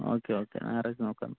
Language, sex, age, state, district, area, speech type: Malayalam, male, 45-60, Kerala, Palakkad, urban, conversation